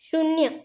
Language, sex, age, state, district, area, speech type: Marathi, female, 30-45, Maharashtra, Yavatmal, rural, read